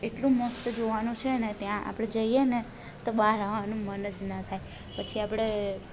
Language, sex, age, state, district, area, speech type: Gujarati, female, 18-30, Gujarat, Ahmedabad, urban, spontaneous